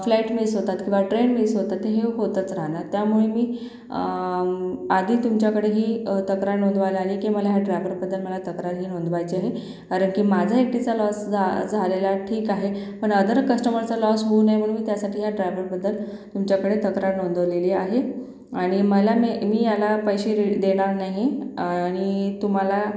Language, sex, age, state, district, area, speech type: Marathi, female, 45-60, Maharashtra, Yavatmal, urban, spontaneous